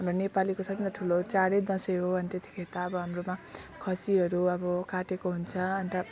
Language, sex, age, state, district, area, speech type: Nepali, female, 30-45, West Bengal, Alipurduar, urban, spontaneous